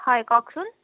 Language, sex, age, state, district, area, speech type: Assamese, female, 18-30, Assam, Kamrup Metropolitan, urban, conversation